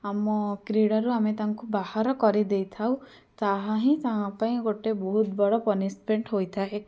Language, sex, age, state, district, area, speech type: Odia, female, 18-30, Odisha, Bhadrak, rural, spontaneous